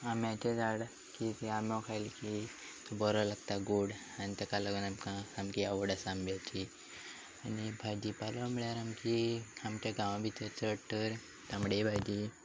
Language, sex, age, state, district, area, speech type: Goan Konkani, male, 30-45, Goa, Quepem, rural, spontaneous